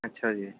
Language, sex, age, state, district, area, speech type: Punjabi, male, 30-45, Punjab, Kapurthala, rural, conversation